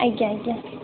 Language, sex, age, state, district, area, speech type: Odia, female, 18-30, Odisha, Malkangiri, urban, conversation